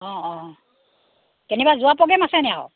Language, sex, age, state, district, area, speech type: Assamese, female, 30-45, Assam, Sivasagar, rural, conversation